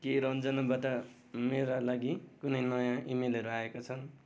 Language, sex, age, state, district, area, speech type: Nepali, male, 18-30, West Bengal, Darjeeling, rural, read